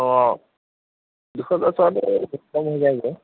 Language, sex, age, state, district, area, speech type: Assamese, male, 45-60, Assam, Nagaon, rural, conversation